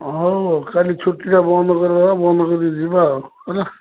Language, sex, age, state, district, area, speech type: Odia, male, 60+, Odisha, Gajapati, rural, conversation